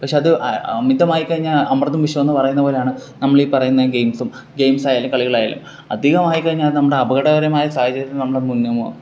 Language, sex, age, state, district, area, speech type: Malayalam, male, 18-30, Kerala, Kollam, rural, spontaneous